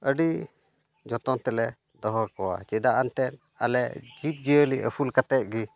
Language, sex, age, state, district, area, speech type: Santali, male, 30-45, Jharkhand, Pakur, rural, spontaneous